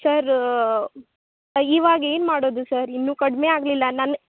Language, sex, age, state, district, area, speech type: Kannada, female, 18-30, Karnataka, Uttara Kannada, rural, conversation